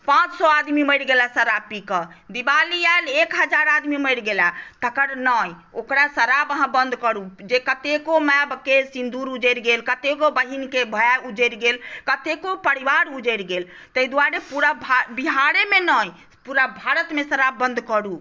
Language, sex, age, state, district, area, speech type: Maithili, female, 60+, Bihar, Madhubani, rural, spontaneous